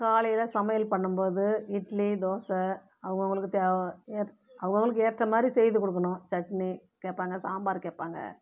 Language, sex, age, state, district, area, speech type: Tamil, female, 45-60, Tamil Nadu, Viluppuram, rural, spontaneous